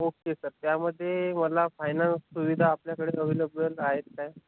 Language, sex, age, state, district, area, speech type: Marathi, male, 18-30, Maharashtra, Nagpur, rural, conversation